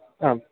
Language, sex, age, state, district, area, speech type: Malayalam, male, 18-30, Kerala, Idukki, rural, conversation